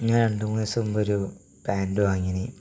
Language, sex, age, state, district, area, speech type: Malayalam, male, 30-45, Kerala, Malappuram, rural, spontaneous